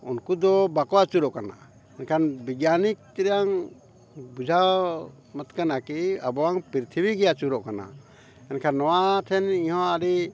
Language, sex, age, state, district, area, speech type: Santali, male, 45-60, Jharkhand, Bokaro, rural, spontaneous